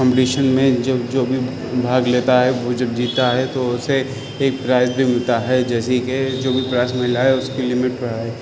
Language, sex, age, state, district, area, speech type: Urdu, male, 18-30, Uttar Pradesh, Shahjahanpur, urban, spontaneous